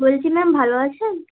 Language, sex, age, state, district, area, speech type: Bengali, female, 18-30, West Bengal, Bankura, urban, conversation